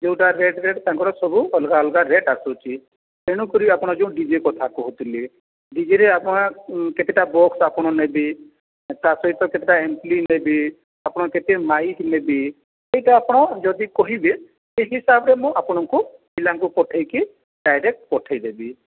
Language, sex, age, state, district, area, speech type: Odia, male, 45-60, Odisha, Jajpur, rural, conversation